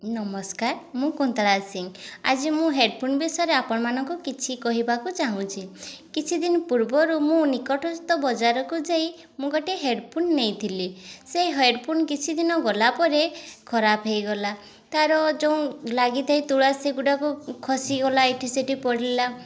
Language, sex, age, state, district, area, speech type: Odia, female, 18-30, Odisha, Mayurbhanj, rural, spontaneous